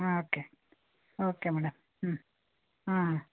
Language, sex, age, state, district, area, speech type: Kannada, female, 60+, Karnataka, Mandya, rural, conversation